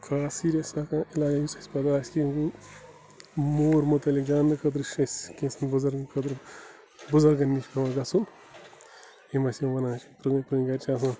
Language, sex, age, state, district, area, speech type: Kashmiri, male, 30-45, Jammu and Kashmir, Bandipora, rural, spontaneous